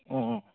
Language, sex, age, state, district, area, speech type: Manipuri, male, 30-45, Manipur, Ukhrul, urban, conversation